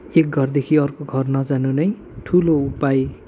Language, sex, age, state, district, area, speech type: Nepali, male, 18-30, West Bengal, Kalimpong, rural, spontaneous